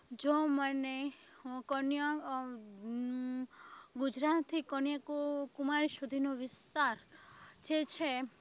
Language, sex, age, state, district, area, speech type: Gujarati, female, 18-30, Gujarat, Rajkot, rural, spontaneous